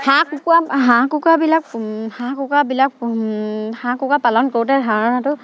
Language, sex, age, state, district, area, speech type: Assamese, female, 45-60, Assam, Dibrugarh, rural, spontaneous